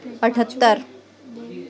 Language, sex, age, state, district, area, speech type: Sindhi, female, 30-45, Delhi, South Delhi, urban, spontaneous